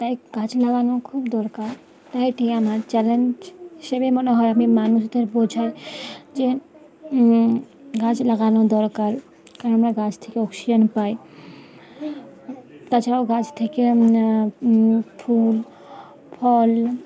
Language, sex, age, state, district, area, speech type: Bengali, female, 18-30, West Bengal, Uttar Dinajpur, urban, spontaneous